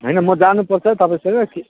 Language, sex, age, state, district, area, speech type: Nepali, male, 30-45, West Bengal, Darjeeling, rural, conversation